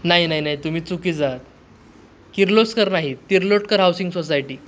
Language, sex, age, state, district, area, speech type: Marathi, male, 18-30, Maharashtra, Sindhudurg, rural, spontaneous